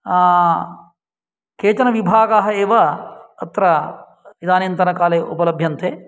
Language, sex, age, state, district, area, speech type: Sanskrit, male, 45-60, Karnataka, Uttara Kannada, rural, spontaneous